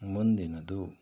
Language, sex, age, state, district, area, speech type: Kannada, male, 60+, Karnataka, Bangalore Rural, rural, read